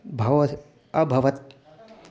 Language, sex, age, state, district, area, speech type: Sanskrit, male, 30-45, Maharashtra, Nagpur, urban, spontaneous